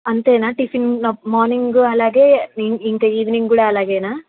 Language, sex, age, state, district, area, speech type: Telugu, female, 18-30, Andhra Pradesh, Nellore, rural, conversation